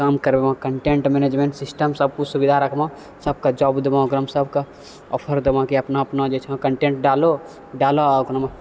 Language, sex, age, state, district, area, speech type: Maithili, male, 30-45, Bihar, Purnia, urban, spontaneous